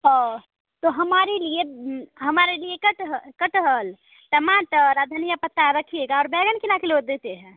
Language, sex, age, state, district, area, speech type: Hindi, female, 18-30, Bihar, Samastipur, urban, conversation